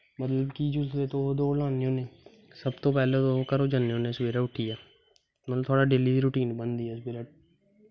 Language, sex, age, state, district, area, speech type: Dogri, male, 18-30, Jammu and Kashmir, Kathua, rural, spontaneous